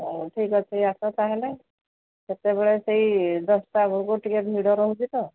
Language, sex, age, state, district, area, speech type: Odia, female, 60+, Odisha, Angul, rural, conversation